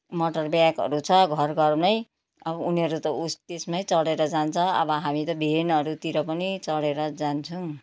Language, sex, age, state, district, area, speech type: Nepali, female, 60+, West Bengal, Kalimpong, rural, spontaneous